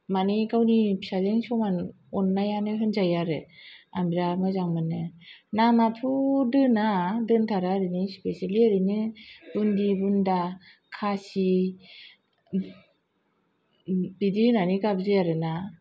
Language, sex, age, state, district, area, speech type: Bodo, female, 45-60, Assam, Kokrajhar, urban, spontaneous